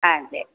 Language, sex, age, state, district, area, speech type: Tamil, female, 60+, Tamil Nadu, Thoothukudi, rural, conversation